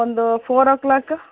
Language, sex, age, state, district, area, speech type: Kannada, female, 60+, Karnataka, Mysore, urban, conversation